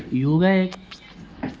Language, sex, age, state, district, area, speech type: Urdu, male, 18-30, Bihar, Gaya, urban, spontaneous